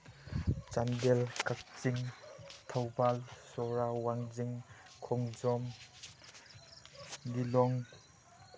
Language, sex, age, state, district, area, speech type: Manipuri, male, 18-30, Manipur, Chandel, rural, spontaneous